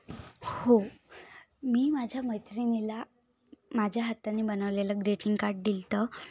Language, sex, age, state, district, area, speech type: Marathi, female, 18-30, Maharashtra, Yavatmal, rural, spontaneous